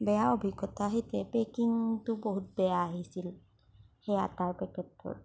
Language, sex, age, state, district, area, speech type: Assamese, female, 30-45, Assam, Kamrup Metropolitan, rural, spontaneous